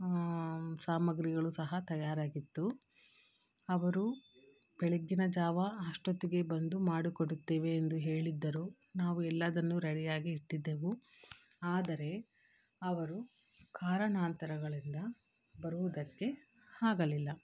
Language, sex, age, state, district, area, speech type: Kannada, female, 30-45, Karnataka, Kolar, urban, spontaneous